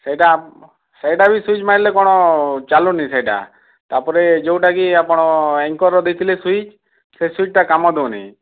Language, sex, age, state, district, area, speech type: Odia, male, 30-45, Odisha, Kalahandi, rural, conversation